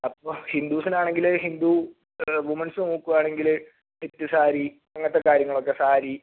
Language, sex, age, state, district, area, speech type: Malayalam, male, 18-30, Kerala, Kozhikode, urban, conversation